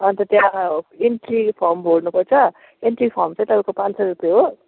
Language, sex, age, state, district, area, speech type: Nepali, male, 18-30, West Bengal, Darjeeling, rural, conversation